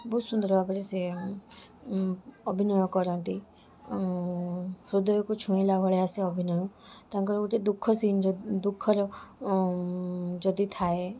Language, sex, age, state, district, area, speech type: Odia, female, 18-30, Odisha, Balasore, rural, spontaneous